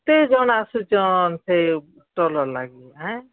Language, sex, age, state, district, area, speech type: Odia, female, 45-60, Odisha, Subarnapur, urban, conversation